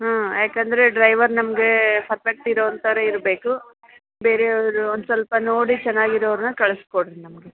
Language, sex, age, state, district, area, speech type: Kannada, female, 45-60, Karnataka, Dharwad, urban, conversation